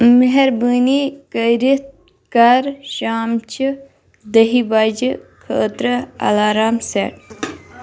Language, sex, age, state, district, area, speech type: Kashmiri, female, 18-30, Jammu and Kashmir, Shopian, rural, read